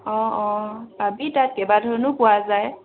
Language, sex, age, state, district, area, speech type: Assamese, female, 18-30, Assam, Tinsukia, urban, conversation